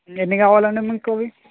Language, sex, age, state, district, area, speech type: Telugu, male, 18-30, Telangana, Ranga Reddy, rural, conversation